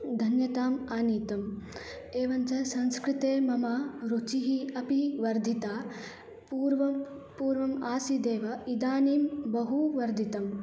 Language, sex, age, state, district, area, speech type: Sanskrit, female, 18-30, Karnataka, Belgaum, urban, spontaneous